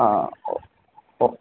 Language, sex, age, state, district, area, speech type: Malayalam, male, 18-30, Kerala, Kottayam, rural, conversation